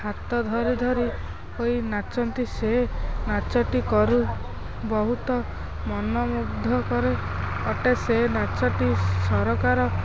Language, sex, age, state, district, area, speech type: Odia, female, 18-30, Odisha, Kendrapara, urban, spontaneous